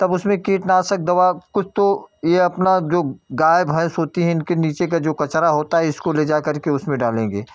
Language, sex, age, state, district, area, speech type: Hindi, male, 60+, Uttar Pradesh, Jaunpur, urban, spontaneous